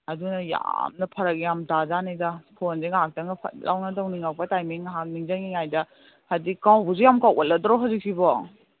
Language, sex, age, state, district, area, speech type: Manipuri, female, 45-60, Manipur, Imphal East, rural, conversation